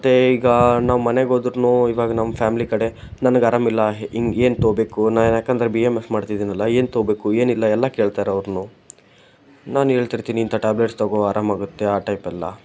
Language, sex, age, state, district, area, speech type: Kannada, male, 18-30, Karnataka, Koppal, rural, spontaneous